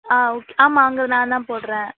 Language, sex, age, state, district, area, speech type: Tamil, female, 45-60, Tamil Nadu, Cuddalore, rural, conversation